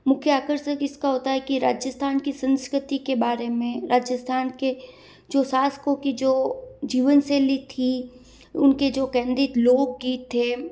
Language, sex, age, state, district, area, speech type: Hindi, female, 30-45, Rajasthan, Jodhpur, urban, spontaneous